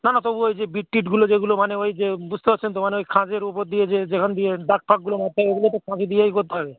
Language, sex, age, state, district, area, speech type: Bengali, male, 45-60, West Bengal, North 24 Parganas, rural, conversation